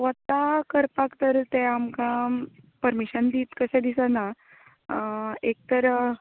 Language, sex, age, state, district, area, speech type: Goan Konkani, female, 30-45, Goa, Tiswadi, rural, conversation